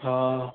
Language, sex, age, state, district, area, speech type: Sindhi, male, 18-30, Maharashtra, Thane, urban, conversation